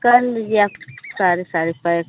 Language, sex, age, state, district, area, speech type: Hindi, female, 45-60, Uttar Pradesh, Mau, rural, conversation